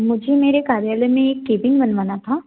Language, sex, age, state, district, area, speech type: Hindi, female, 18-30, Madhya Pradesh, Betul, rural, conversation